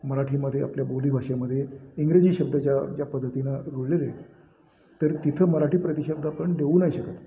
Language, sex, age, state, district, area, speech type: Marathi, male, 60+, Maharashtra, Satara, urban, spontaneous